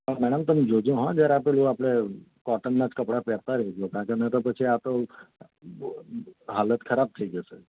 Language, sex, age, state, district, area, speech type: Gujarati, male, 30-45, Gujarat, Anand, urban, conversation